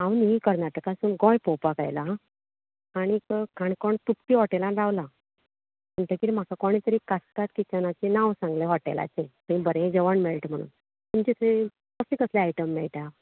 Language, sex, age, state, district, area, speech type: Goan Konkani, female, 45-60, Goa, Canacona, rural, conversation